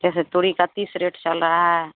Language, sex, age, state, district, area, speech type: Hindi, female, 30-45, Bihar, Vaishali, rural, conversation